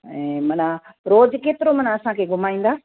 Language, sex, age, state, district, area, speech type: Sindhi, female, 60+, Gujarat, Kutch, rural, conversation